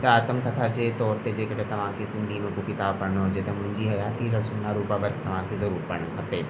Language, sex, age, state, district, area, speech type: Sindhi, male, 18-30, Rajasthan, Ajmer, urban, spontaneous